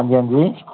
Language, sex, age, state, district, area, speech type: Dogri, male, 45-60, Jammu and Kashmir, Udhampur, urban, conversation